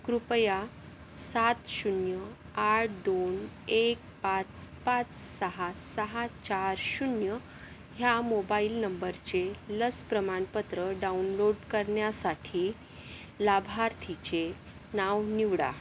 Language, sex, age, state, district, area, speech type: Marathi, female, 60+, Maharashtra, Akola, urban, read